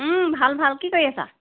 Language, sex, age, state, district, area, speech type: Assamese, female, 30-45, Assam, Charaideo, urban, conversation